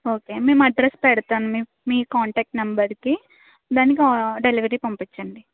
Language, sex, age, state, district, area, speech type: Telugu, female, 18-30, Andhra Pradesh, Kakinada, urban, conversation